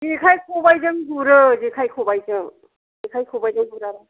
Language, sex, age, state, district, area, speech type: Bodo, female, 60+, Assam, Kokrajhar, rural, conversation